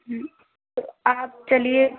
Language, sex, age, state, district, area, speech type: Hindi, female, 18-30, Uttar Pradesh, Prayagraj, rural, conversation